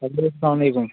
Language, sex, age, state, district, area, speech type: Kashmiri, male, 30-45, Jammu and Kashmir, Budgam, rural, conversation